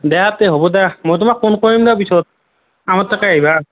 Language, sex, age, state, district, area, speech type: Assamese, male, 18-30, Assam, Nalbari, rural, conversation